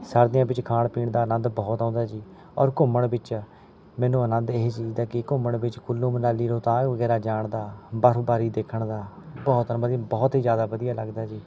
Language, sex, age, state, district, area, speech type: Punjabi, male, 30-45, Punjab, Rupnagar, rural, spontaneous